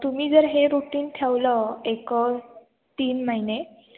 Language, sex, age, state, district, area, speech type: Marathi, female, 18-30, Maharashtra, Ratnagiri, rural, conversation